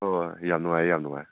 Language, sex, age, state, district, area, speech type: Manipuri, male, 30-45, Manipur, Churachandpur, rural, conversation